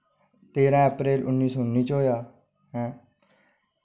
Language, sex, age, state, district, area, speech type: Dogri, male, 45-60, Jammu and Kashmir, Udhampur, rural, spontaneous